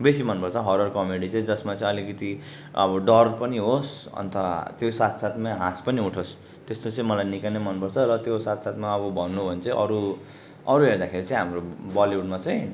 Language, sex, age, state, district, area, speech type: Nepali, male, 18-30, West Bengal, Darjeeling, rural, spontaneous